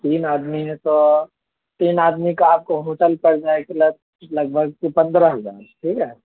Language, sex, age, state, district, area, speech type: Urdu, male, 18-30, Bihar, Purnia, rural, conversation